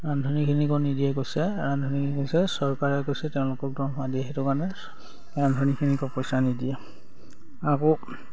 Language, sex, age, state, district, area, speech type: Assamese, male, 18-30, Assam, Charaideo, rural, spontaneous